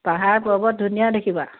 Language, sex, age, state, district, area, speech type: Assamese, female, 45-60, Assam, Dibrugarh, rural, conversation